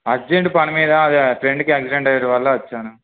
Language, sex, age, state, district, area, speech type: Telugu, male, 18-30, Telangana, Siddipet, urban, conversation